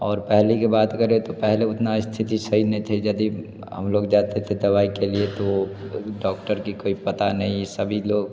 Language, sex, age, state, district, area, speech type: Hindi, male, 30-45, Bihar, Darbhanga, rural, spontaneous